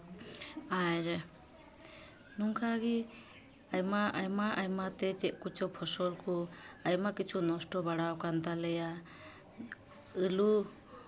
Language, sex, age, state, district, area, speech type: Santali, female, 30-45, West Bengal, Malda, rural, spontaneous